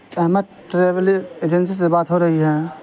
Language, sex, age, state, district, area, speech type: Urdu, male, 18-30, Bihar, Saharsa, rural, spontaneous